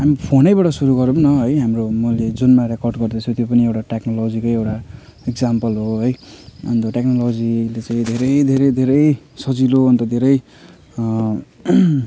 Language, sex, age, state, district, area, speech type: Nepali, male, 30-45, West Bengal, Jalpaiguri, urban, spontaneous